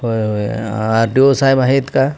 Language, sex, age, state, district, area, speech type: Marathi, male, 30-45, Maharashtra, Ratnagiri, rural, spontaneous